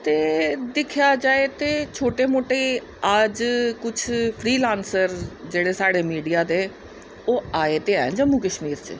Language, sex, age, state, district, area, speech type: Dogri, female, 30-45, Jammu and Kashmir, Jammu, urban, spontaneous